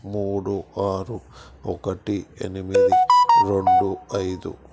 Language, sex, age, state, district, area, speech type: Telugu, male, 30-45, Andhra Pradesh, Krishna, urban, read